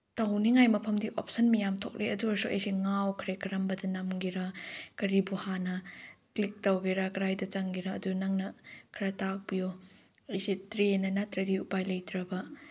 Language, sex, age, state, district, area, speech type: Manipuri, female, 18-30, Manipur, Chandel, rural, spontaneous